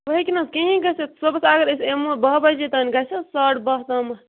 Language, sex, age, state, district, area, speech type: Kashmiri, female, 30-45, Jammu and Kashmir, Bandipora, rural, conversation